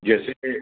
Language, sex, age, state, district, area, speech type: Hindi, male, 30-45, Madhya Pradesh, Gwalior, rural, conversation